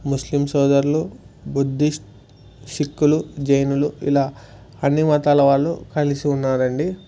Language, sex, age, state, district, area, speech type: Telugu, male, 18-30, Andhra Pradesh, Sri Satya Sai, urban, spontaneous